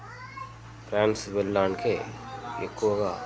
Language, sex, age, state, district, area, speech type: Telugu, male, 30-45, Telangana, Jangaon, rural, spontaneous